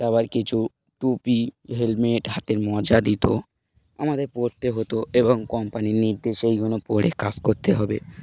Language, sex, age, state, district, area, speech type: Bengali, male, 18-30, West Bengal, Dakshin Dinajpur, urban, spontaneous